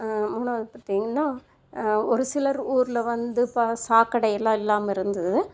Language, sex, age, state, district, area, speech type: Tamil, female, 45-60, Tamil Nadu, Tiruppur, rural, spontaneous